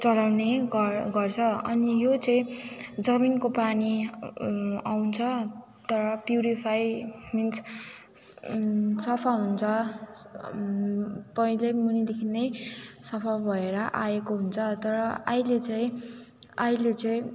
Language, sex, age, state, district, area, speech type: Nepali, female, 18-30, West Bengal, Jalpaiguri, rural, spontaneous